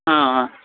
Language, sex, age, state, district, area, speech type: Tamil, male, 18-30, Tamil Nadu, Thanjavur, rural, conversation